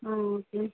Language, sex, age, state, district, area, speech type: Tamil, female, 18-30, Tamil Nadu, Chennai, urban, conversation